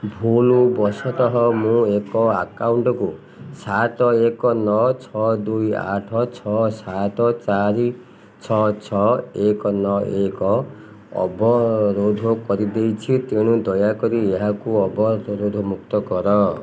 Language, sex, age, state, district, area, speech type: Odia, male, 45-60, Odisha, Ganjam, urban, read